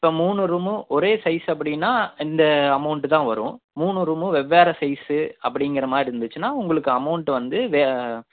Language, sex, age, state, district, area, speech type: Tamil, male, 30-45, Tamil Nadu, Erode, rural, conversation